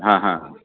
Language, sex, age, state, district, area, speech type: Marathi, male, 45-60, Maharashtra, Thane, rural, conversation